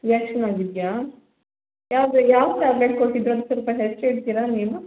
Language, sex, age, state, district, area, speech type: Kannada, female, 18-30, Karnataka, Hassan, rural, conversation